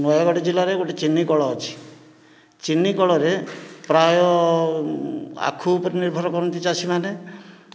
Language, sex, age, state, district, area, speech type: Odia, male, 45-60, Odisha, Nayagarh, rural, spontaneous